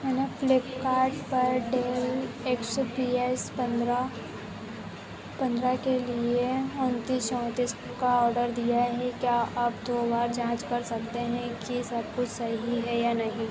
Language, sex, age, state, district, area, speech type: Hindi, female, 18-30, Madhya Pradesh, Harda, rural, read